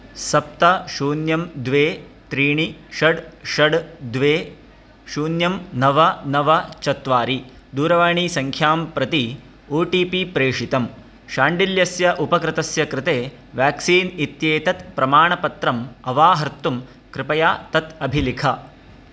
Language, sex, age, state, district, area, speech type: Sanskrit, male, 30-45, Karnataka, Dakshina Kannada, rural, read